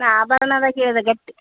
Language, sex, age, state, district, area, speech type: Kannada, female, 45-60, Karnataka, Koppal, rural, conversation